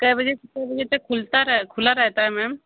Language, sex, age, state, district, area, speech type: Hindi, female, 30-45, Uttar Pradesh, Azamgarh, rural, conversation